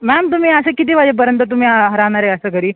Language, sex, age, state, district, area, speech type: Marathi, male, 18-30, Maharashtra, Thane, urban, conversation